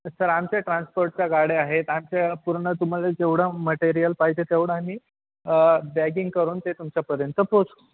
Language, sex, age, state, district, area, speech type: Marathi, male, 18-30, Maharashtra, Ahmednagar, rural, conversation